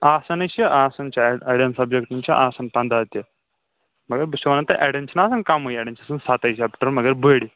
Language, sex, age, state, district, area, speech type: Kashmiri, male, 18-30, Jammu and Kashmir, Shopian, urban, conversation